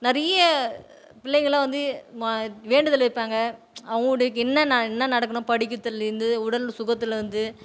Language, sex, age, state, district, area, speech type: Tamil, female, 30-45, Tamil Nadu, Tiruvannamalai, rural, spontaneous